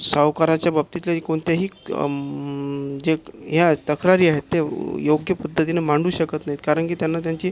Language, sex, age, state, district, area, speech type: Marathi, male, 45-60, Maharashtra, Akola, rural, spontaneous